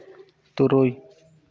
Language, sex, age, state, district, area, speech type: Santali, male, 30-45, Jharkhand, Seraikela Kharsawan, rural, read